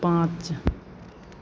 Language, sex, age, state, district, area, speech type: Hindi, female, 45-60, Bihar, Madhepura, rural, read